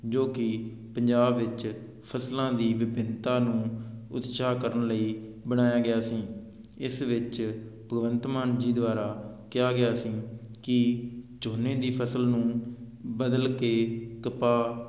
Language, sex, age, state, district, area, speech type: Punjabi, male, 18-30, Punjab, Fazilka, rural, spontaneous